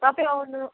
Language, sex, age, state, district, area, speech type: Nepali, female, 30-45, West Bengal, Kalimpong, rural, conversation